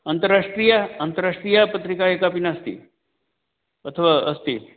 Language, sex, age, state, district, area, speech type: Sanskrit, male, 60+, Uttar Pradesh, Ghazipur, urban, conversation